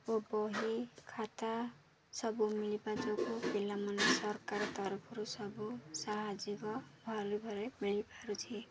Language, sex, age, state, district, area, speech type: Odia, female, 30-45, Odisha, Ganjam, urban, spontaneous